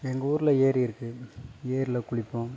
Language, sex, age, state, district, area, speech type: Tamil, male, 30-45, Tamil Nadu, Dharmapuri, rural, spontaneous